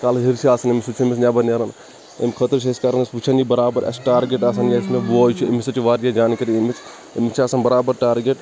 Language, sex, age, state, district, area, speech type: Kashmiri, male, 30-45, Jammu and Kashmir, Shopian, rural, spontaneous